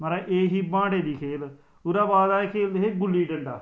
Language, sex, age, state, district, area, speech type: Dogri, male, 30-45, Jammu and Kashmir, Samba, rural, spontaneous